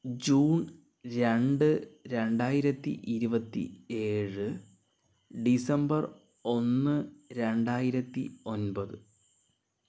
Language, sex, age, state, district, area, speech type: Malayalam, male, 45-60, Kerala, Palakkad, urban, spontaneous